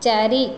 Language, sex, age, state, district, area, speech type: Odia, female, 30-45, Odisha, Khordha, rural, read